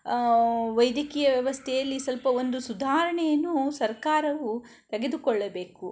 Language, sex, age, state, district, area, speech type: Kannada, female, 45-60, Karnataka, Shimoga, rural, spontaneous